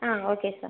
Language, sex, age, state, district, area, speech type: Malayalam, female, 18-30, Kerala, Palakkad, urban, conversation